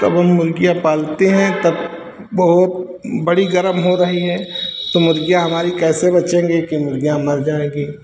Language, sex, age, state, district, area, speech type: Hindi, male, 60+, Uttar Pradesh, Hardoi, rural, spontaneous